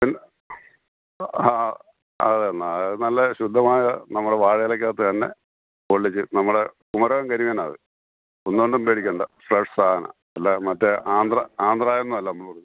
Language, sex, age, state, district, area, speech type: Malayalam, male, 60+, Kerala, Kottayam, rural, conversation